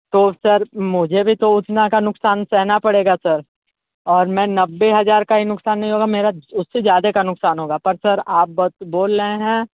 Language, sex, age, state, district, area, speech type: Hindi, male, 45-60, Uttar Pradesh, Sonbhadra, rural, conversation